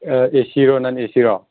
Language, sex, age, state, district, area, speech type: Manipuri, male, 18-30, Manipur, Chandel, rural, conversation